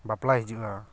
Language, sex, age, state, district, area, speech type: Santali, male, 18-30, West Bengal, Purulia, rural, spontaneous